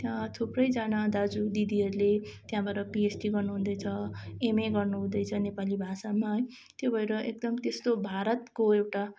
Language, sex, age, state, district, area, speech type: Nepali, female, 18-30, West Bengal, Darjeeling, rural, spontaneous